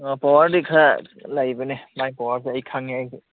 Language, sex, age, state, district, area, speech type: Manipuri, male, 30-45, Manipur, Kakching, rural, conversation